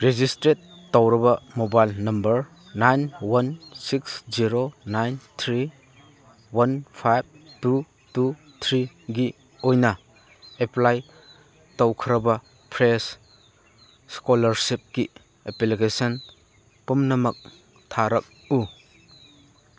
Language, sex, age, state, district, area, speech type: Manipuri, male, 60+, Manipur, Chandel, rural, read